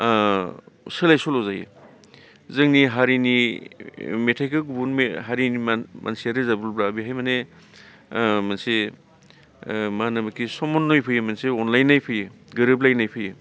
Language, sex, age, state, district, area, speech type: Bodo, male, 45-60, Assam, Baksa, urban, spontaneous